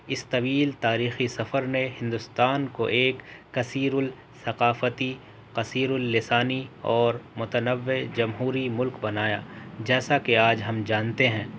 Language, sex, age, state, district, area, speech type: Urdu, male, 18-30, Delhi, North East Delhi, urban, spontaneous